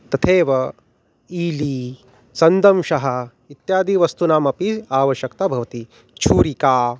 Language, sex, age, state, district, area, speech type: Sanskrit, male, 30-45, Maharashtra, Nagpur, urban, spontaneous